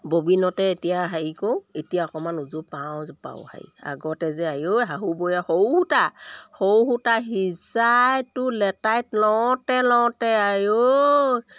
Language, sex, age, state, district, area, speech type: Assamese, female, 45-60, Assam, Sivasagar, rural, spontaneous